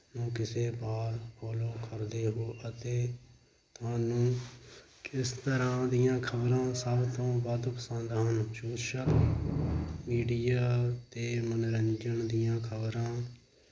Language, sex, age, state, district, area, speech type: Punjabi, male, 45-60, Punjab, Hoshiarpur, rural, spontaneous